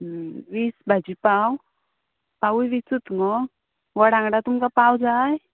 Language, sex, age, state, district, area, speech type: Goan Konkani, female, 18-30, Goa, Ponda, rural, conversation